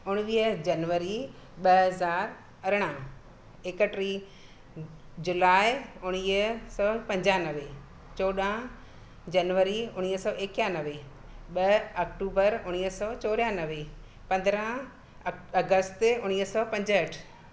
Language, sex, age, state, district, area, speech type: Sindhi, female, 45-60, Madhya Pradesh, Katni, rural, spontaneous